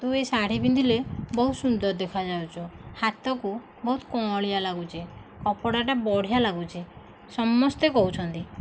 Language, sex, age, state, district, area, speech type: Odia, female, 30-45, Odisha, Nayagarh, rural, spontaneous